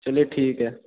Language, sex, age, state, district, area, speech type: Hindi, male, 18-30, Bihar, Samastipur, urban, conversation